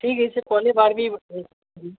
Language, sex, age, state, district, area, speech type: Hindi, male, 18-30, Bihar, Vaishali, urban, conversation